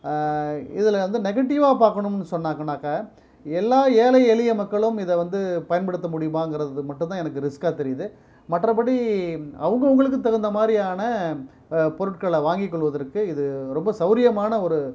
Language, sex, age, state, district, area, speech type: Tamil, male, 45-60, Tamil Nadu, Perambalur, urban, spontaneous